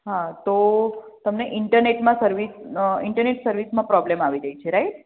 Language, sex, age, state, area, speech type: Gujarati, female, 30-45, Gujarat, urban, conversation